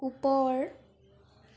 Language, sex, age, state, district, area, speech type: Assamese, female, 18-30, Assam, Tinsukia, urban, read